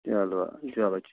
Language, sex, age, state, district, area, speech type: Kashmiri, male, 30-45, Jammu and Kashmir, Budgam, rural, conversation